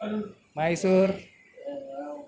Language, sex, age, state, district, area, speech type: Telugu, male, 60+, Telangana, Hyderabad, urban, spontaneous